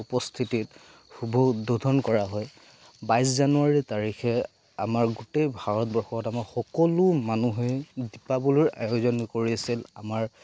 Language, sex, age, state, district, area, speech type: Assamese, male, 30-45, Assam, Charaideo, urban, spontaneous